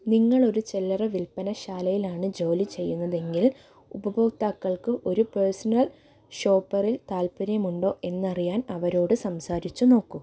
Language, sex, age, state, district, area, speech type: Malayalam, female, 18-30, Kerala, Wayanad, rural, read